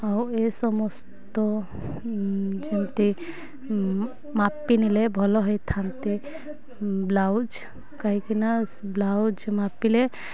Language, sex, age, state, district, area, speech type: Odia, female, 30-45, Odisha, Malkangiri, urban, spontaneous